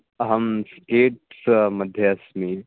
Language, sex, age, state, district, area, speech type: Sanskrit, male, 18-30, Bihar, Samastipur, rural, conversation